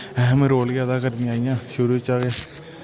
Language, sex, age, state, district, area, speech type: Dogri, male, 18-30, Jammu and Kashmir, Udhampur, rural, spontaneous